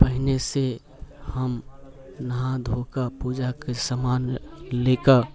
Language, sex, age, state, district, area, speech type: Maithili, male, 30-45, Bihar, Muzaffarpur, urban, spontaneous